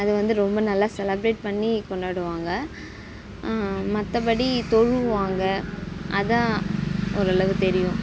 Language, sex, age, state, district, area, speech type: Tamil, female, 18-30, Tamil Nadu, Kallakurichi, rural, spontaneous